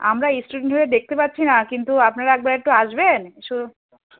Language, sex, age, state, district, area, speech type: Bengali, female, 30-45, West Bengal, Birbhum, urban, conversation